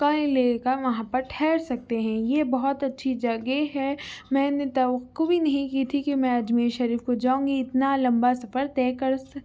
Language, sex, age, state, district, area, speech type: Urdu, female, 18-30, Telangana, Hyderabad, urban, spontaneous